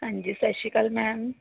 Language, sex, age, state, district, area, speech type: Punjabi, female, 45-60, Punjab, Bathinda, rural, conversation